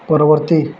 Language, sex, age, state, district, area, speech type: Odia, male, 18-30, Odisha, Bargarh, urban, read